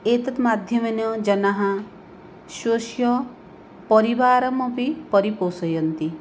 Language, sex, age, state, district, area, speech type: Sanskrit, female, 45-60, Odisha, Puri, urban, spontaneous